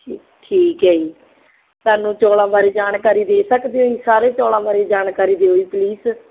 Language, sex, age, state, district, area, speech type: Punjabi, female, 30-45, Punjab, Barnala, rural, conversation